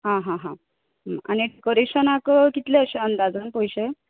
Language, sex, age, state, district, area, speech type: Goan Konkani, female, 30-45, Goa, Canacona, rural, conversation